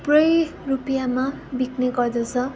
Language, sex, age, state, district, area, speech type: Nepali, female, 18-30, West Bengal, Darjeeling, rural, spontaneous